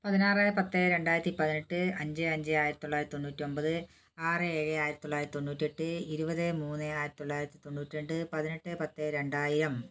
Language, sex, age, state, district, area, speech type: Malayalam, female, 60+, Kerala, Wayanad, rural, spontaneous